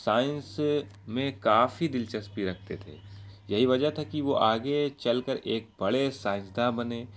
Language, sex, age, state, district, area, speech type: Urdu, male, 18-30, Bihar, Araria, rural, spontaneous